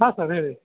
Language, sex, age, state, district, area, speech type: Kannada, male, 30-45, Karnataka, Belgaum, urban, conversation